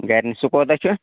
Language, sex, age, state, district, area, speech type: Kashmiri, male, 18-30, Jammu and Kashmir, Anantnag, rural, conversation